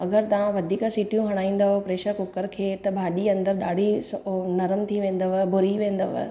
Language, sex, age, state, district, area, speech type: Sindhi, female, 30-45, Gujarat, Surat, urban, spontaneous